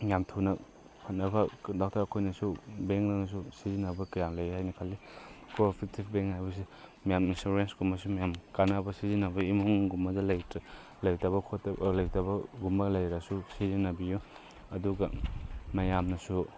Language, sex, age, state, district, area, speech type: Manipuri, male, 18-30, Manipur, Chandel, rural, spontaneous